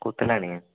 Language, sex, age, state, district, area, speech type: Dogri, male, 18-30, Jammu and Kashmir, Samba, urban, conversation